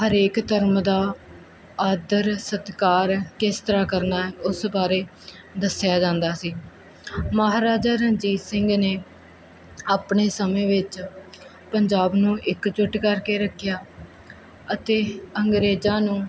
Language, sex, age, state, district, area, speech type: Punjabi, female, 18-30, Punjab, Muktsar, rural, spontaneous